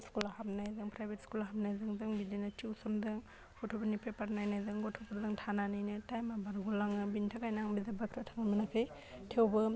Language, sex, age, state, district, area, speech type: Bodo, female, 18-30, Assam, Udalguri, urban, spontaneous